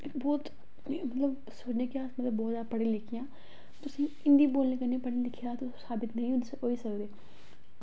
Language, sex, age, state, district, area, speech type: Dogri, female, 18-30, Jammu and Kashmir, Reasi, urban, spontaneous